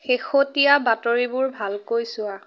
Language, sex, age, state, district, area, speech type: Assamese, female, 30-45, Assam, Lakhimpur, rural, read